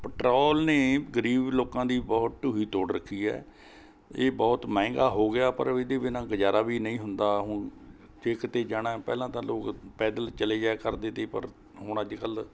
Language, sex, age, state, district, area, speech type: Punjabi, male, 60+, Punjab, Mohali, urban, spontaneous